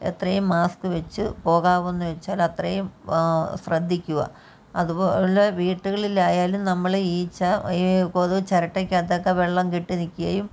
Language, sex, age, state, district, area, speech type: Malayalam, female, 45-60, Kerala, Kollam, rural, spontaneous